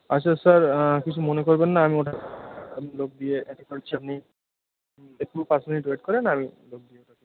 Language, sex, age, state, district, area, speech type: Bengali, male, 30-45, West Bengal, Birbhum, urban, conversation